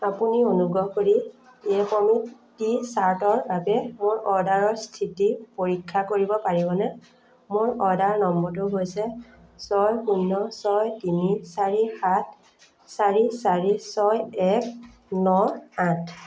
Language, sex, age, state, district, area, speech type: Assamese, female, 30-45, Assam, Majuli, urban, read